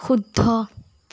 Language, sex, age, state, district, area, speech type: Assamese, female, 18-30, Assam, Sonitpur, rural, read